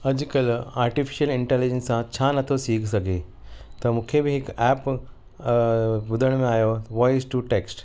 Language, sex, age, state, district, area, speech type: Sindhi, male, 45-60, Maharashtra, Mumbai Suburban, urban, spontaneous